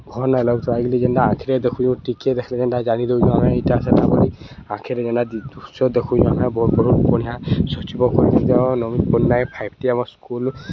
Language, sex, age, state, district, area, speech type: Odia, male, 18-30, Odisha, Subarnapur, urban, spontaneous